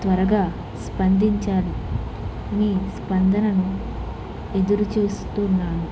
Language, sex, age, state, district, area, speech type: Telugu, female, 18-30, Andhra Pradesh, Krishna, urban, spontaneous